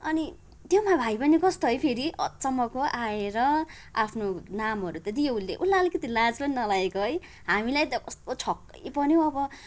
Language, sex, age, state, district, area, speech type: Nepali, female, 18-30, West Bengal, Darjeeling, rural, spontaneous